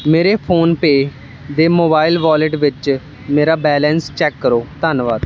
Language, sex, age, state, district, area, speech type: Punjabi, male, 18-30, Punjab, Ludhiana, rural, read